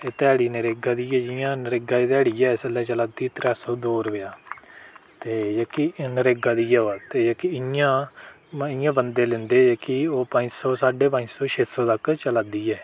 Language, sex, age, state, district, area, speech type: Dogri, male, 18-30, Jammu and Kashmir, Udhampur, rural, spontaneous